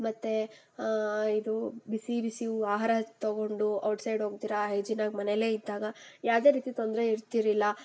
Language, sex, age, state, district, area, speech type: Kannada, female, 18-30, Karnataka, Kolar, rural, spontaneous